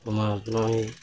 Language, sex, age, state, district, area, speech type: Santali, male, 60+, West Bengal, Paschim Bardhaman, rural, spontaneous